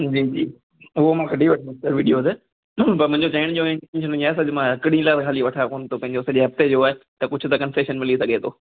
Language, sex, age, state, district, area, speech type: Sindhi, male, 30-45, Gujarat, Kutch, urban, conversation